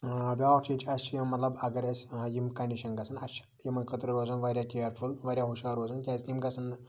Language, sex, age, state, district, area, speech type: Kashmiri, male, 30-45, Jammu and Kashmir, Budgam, rural, spontaneous